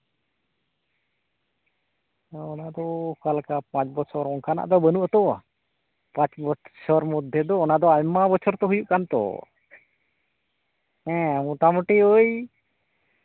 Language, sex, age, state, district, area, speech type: Santali, male, 30-45, West Bengal, Birbhum, rural, conversation